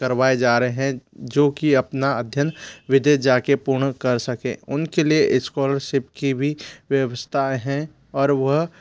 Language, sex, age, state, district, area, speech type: Hindi, male, 60+, Madhya Pradesh, Bhopal, urban, spontaneous